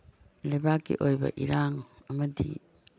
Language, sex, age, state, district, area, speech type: Manipuri, female, 60+, Manipur, Imphal East, rural, spontaneous